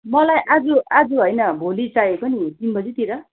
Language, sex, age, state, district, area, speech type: Nepali, female, 45-60, West Bengal, Darjeeling, rural, conversation